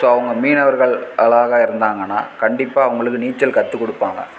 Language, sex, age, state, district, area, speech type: Tamil, male, 18-30, Tamil Nadu, Namakkal, rural, spontaneous